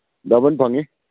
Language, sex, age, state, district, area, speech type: Manipuri, male, 60+, Manipur, Kakching, rural, conversation